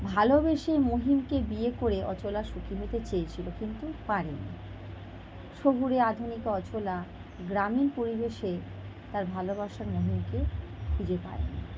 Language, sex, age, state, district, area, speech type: Bengali, female, 30-45, West Bengal, North 24 Parganas, urban, spontaneous